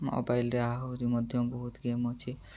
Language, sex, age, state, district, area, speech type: Odia, male, 18-30, Odisha, Mayurbhanj, rural, spontaneous